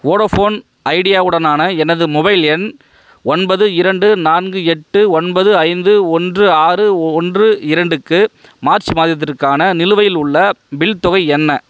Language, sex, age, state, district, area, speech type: Tamil, male, 30-45, Tamil Nadu, Chengalpattu, rural, read